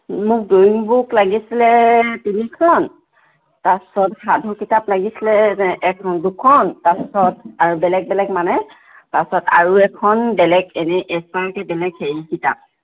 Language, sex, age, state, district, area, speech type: Assamese, female, 30-45, Assam, Tinsukia, urban, conversation